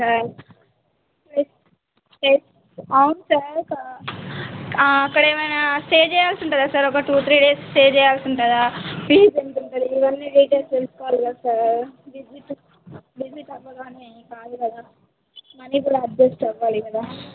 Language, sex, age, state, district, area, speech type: Telugu, female, 18-30, Telangana, Sangareddy, rural, conversation